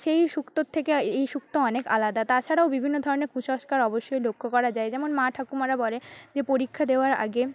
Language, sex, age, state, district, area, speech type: Bengali, female, 18-30, West Bengal, Paschim Medinipur, rural, spontaneous